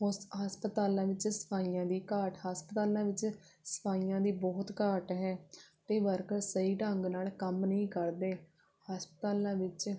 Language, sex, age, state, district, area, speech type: Punjabi, female, 18-30, Punjab, Rupnagar, rural, spontaneous